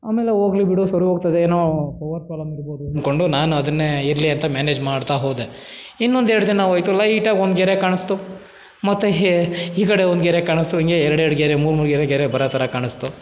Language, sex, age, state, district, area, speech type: Kannada, male, 30-45, Karnataka, Kolar, rural, spontaneous